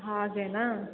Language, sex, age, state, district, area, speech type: Kannada, female, 18-30, Karnataka, Hassan, rural, conversation